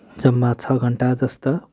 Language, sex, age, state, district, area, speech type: Nepali, male, 18-30, West Bengal, Kalimpong, rural, spontaneous